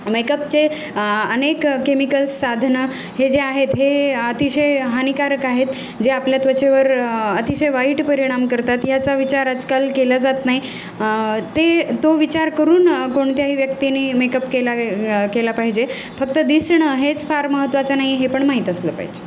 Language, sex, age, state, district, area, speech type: Marathi, female, 30-45, Maharashtra, Nanded, urban, spontaneous